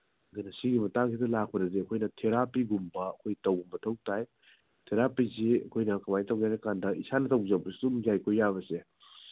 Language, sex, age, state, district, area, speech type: Manipuri, male, 30-45, Manipur, Senapati, rural, conversation